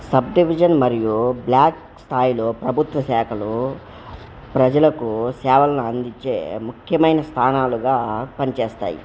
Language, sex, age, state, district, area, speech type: Telugu, male, 30-45, Andhra Pradesh, Kadapa, rural, spontaneous